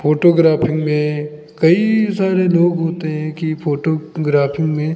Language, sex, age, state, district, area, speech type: Hindi, male, 45-60, Uttar Pradesh, Lucknow, rural, spontaneous